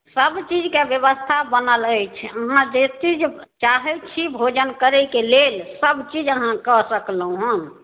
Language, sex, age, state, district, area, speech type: Maithili, female, 60+, Bihar, Samastipur, urban, conversation